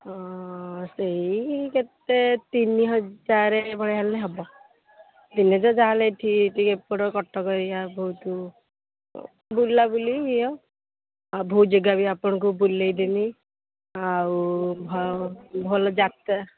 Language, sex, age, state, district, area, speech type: Odia, female, 18-30, Odisha, Kendujhar, urban, conversation